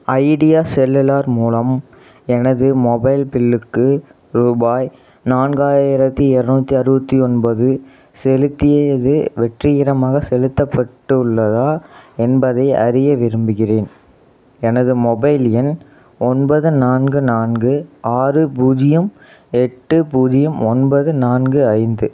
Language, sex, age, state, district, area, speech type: Tamil, male, 18-30, Tamil Nadu, Tiruppur, rural, read